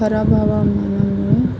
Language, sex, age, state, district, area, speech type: Marathi, female, 18-30, Maharashtra, Aurangabad, rural, spontaneous